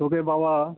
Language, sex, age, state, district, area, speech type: Bengali, male, 30-45, West Bengal, Howrah, urban, conversation